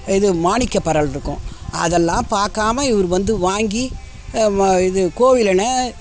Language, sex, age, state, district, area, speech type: Tamil, female, 60+, Tamil Nadu, Tiruvannamalai, rural, spontaneous